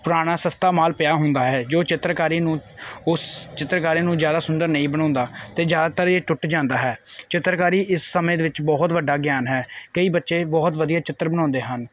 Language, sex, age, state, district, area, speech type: Punjabi, male, 18-30, Punjab, Kapurthala, urban, spontaneous